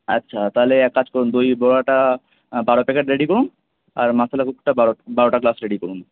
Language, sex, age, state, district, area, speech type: Bengali, male, 18-30, West Bengal, Kolkata, urban, conversation